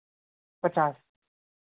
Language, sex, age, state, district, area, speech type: Hindi, male, 18-30, Madhya Pradesh, Seoni, urban, conversation